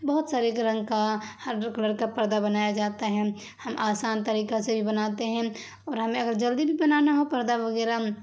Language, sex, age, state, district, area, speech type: Urdu, female, 30-45, Bihar, Darbhanga, rural, spontaneous